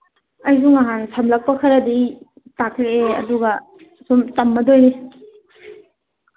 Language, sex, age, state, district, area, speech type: Manipuri, female, 18-30, Manipur, Kangpokpi, urban, conversation